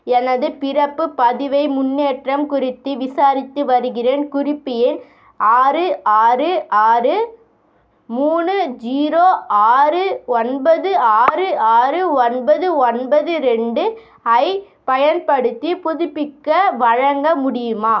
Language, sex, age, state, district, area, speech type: Tamil, female, 18-30, Tamil Nadu, Vellore, urban, read